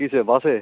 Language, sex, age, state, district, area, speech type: Bengali, male, 45-60, West Bengal, Howrah, urban, conversation